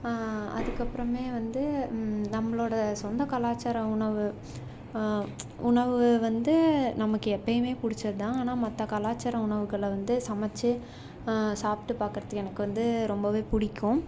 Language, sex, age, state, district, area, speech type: Tamil, female, 18-30, Tamil Nadu, Salem, urban, spontaneous